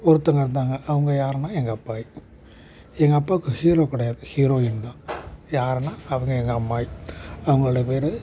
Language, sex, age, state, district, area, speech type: Tamil, male, 30-45, Tamil Nadu, Perambalur, urban, spontaneous